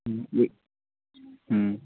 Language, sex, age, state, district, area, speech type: Bengali, male, 18-30, West Bengal, Malda, rural, conversation